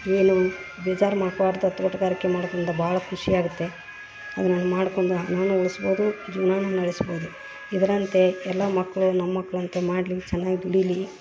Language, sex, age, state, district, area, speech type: Kannada, female, 45-60, Karnataka, Dharwad, rural, spontaneous